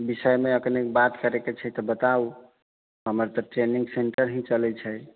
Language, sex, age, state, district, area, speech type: Maithili, male, 45-60, Bihar, Sitamarhi, rural, conversation